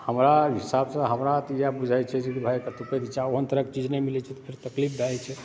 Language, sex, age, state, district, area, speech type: Maithili, male, 45-60, Bihar, Supaul, rural, spontaneous